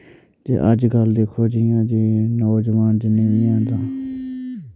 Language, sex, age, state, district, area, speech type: Dogri, male, 30-45, Jammu and Kashmir, Udhampur, urban, spontaneous